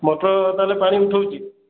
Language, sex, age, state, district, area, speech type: Odia, male, 30-45, Odisha, Khordha, rural, conversation